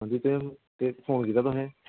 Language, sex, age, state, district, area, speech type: Dogri, male, 18-30, Jammu and Kashmir, Samba, rural, conversation